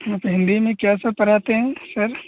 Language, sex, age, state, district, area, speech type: Hindi, male, 18-30, Bihar, Madhepura, rural, conversation